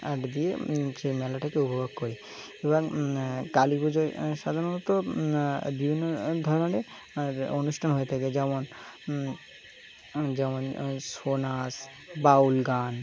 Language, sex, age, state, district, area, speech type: Bengali, male, 18-30, West Bengal, Birbhum, urban, spontaneous